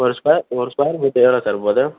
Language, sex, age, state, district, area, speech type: Tamil, male, 18-30, Tamil Nadu, Vellore, urban, conversation